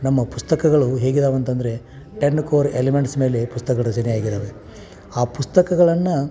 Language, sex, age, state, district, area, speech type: Kannada, male, 45-60, Karnataka, Dharwad, urban, spontaneous